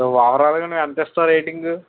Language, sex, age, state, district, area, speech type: Telugu, male, 60+, Andhra Pradesh, East Godavari, urban, conversation